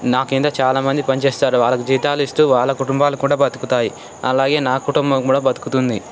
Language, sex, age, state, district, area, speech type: Telugu, male, 18-30, Telangana, Ranga Reddy, urban, spontaneous